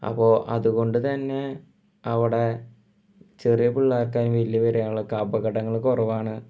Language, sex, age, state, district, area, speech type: Malayalam, male, 18-30, Kerala, Thrissur, rural, spontaneous